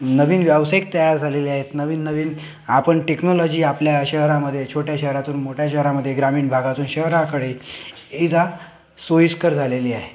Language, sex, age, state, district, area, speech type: Marathi, male, 18-30, Maharashtra, Akola, rural, spontaneous